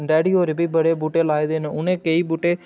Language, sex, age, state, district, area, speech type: Dogri, male, 18-30, Jammu and Kashmir, Udhampur, rural, spontaneous